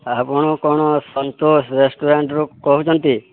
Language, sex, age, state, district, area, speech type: Odia, male, 18-30, Odisha, Boudh, rural, conversation